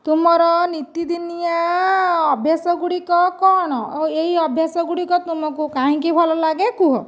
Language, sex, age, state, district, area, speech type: Odia, male, 30-45, Odisha, Nayagarh, rural, spontaneous